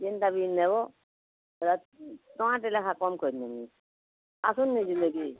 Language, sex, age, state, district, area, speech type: Odia, female, 45-60, Odisha, Bargarh, rural, conversation